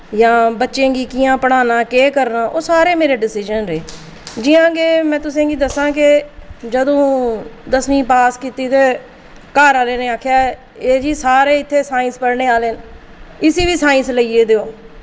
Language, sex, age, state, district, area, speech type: Dogri, female, 45-60, Jammu and Kashmir, Jammu, urban, spontaneous